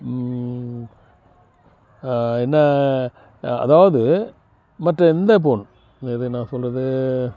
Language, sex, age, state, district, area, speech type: Tamil, male, 60+, Tamil Nadu, Tiruvannamalai, rural, spontaneous